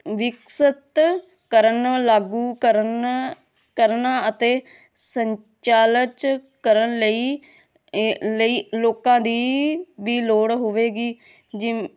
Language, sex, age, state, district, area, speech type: Punjabi, female, 30-45, Punjab, Hoshiarpur, rural, spontaneous